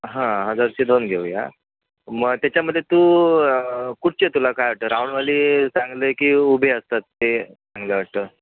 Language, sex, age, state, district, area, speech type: Marathi, male, 30-45, Maharashtra, Sindhudurg, rural, conversation